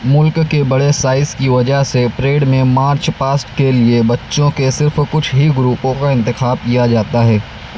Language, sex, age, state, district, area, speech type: Urdu, male, 18-30, Maharashtra, Nashik, urban, read